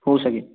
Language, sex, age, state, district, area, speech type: Marathi, female, 18-30, Maharashtra, Gondia, rural, conversation